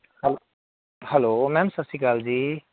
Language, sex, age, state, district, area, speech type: Punjabi, male, 18-30, Punjab, Muktsar, rural, conversation